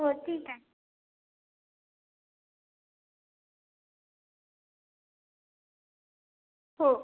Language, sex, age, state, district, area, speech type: Marathi, female, 18-30, Maharashtra, Nagpur, urban, conversation